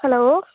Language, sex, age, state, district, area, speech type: Dogri, female, 18-30, Jammu and Kashmir, Reasi, rural, conversation